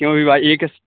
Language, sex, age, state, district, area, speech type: Sanskrit, male, 18-30, West Bengal, Dakshin Dinajpur, rural, conversation